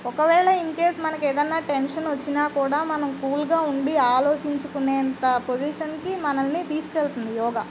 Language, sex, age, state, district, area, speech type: Telugu, female, 45-60, Andhra Pradesh, Eluru, urban, spontaneous